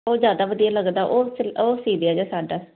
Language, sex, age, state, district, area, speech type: Punjabi, female, 30-45, Punjab, Firozpur, urban, conversation